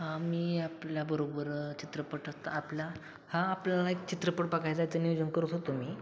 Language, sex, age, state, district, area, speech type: Marathi, male, 18-30, Maharashtra, Satara, urban, spontaneous